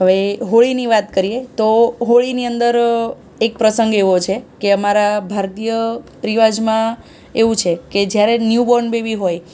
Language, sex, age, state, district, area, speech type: Gujarati, female, 30-45, Gujarat, Surat, urban, spontaneous